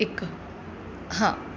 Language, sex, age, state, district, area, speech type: Sindhi, female, 18-30, Maharashtra, Mumbai Suburban, urban, spontaneous